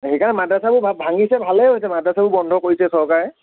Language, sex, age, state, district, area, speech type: Assamese, male, 30-45, Assam, Sivasagar, urban, conversation